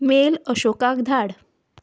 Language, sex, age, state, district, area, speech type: Goan Konkani, female, 30-45, Goa, Ponda, rural, read